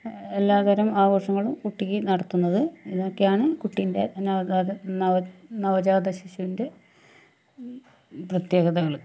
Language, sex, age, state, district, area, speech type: Malayalam, female, 45-60, Kerala, Wayanad, rural, spontaneous